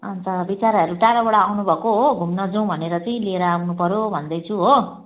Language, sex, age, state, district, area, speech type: Nepali, female, 45-60, West Bengal, Jalpaiguri, rural, conversation